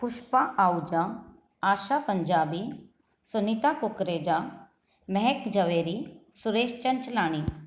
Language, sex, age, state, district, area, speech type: Sindhi, female, 45-60, Maharashtra, Thane, urban, spontaneous